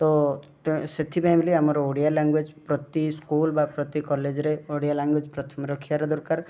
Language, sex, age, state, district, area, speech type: Odia, male, 18-30, Odisha, Rayagada, rural, spontaneous